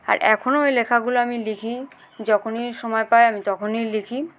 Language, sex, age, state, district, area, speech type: Bengali, female, 18-30, West Bengal, Hooghly, urban, spontaneous